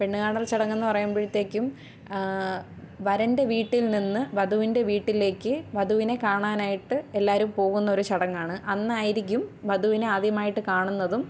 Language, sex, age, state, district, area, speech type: Malayalam, female, 18-30, Kerala, Thiruvananthapuram, rural, spontaneous